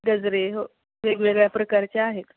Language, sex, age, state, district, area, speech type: Marathi, female, 30-45, Maharashtra, Osmanabad, rural, conversation